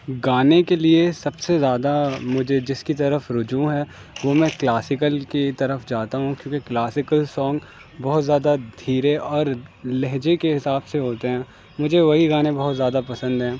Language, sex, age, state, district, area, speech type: Urdu, male, 18-30, Uttar Pradesh, Aligarh, urban, spontaneous